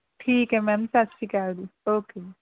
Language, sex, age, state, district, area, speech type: Punjabi, female, 18-30, Punjab, Rupnagar, rural, conversation